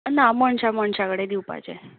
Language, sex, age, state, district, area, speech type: Goan Konkani, female, 18-30, Goa, Ponda, rural, conversation